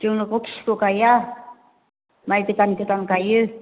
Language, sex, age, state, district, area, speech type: Bodo, female, 60+, Assam, Chirang, urban, conversation